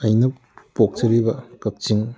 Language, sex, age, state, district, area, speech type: Manipuri, male, 30-45, Manipur, Kakching, rural, spontaneous